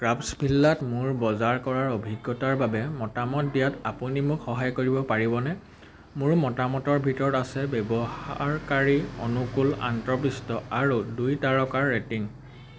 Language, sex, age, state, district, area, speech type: Assamese, male, 18-30, Assam, Majuli, urban, read